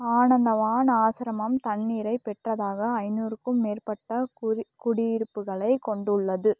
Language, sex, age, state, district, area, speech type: Tamil, female, 18-30, Tamil Nadu, Coimbatore, rural, read